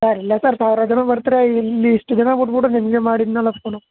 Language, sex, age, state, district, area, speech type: Kannada, male, 18-30, Karnataka, Chamarajanagar, rural, conversation